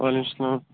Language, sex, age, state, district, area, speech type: Kashmiri, male, 45-60, Jammu and Kashmir, Budgam, rural, conversation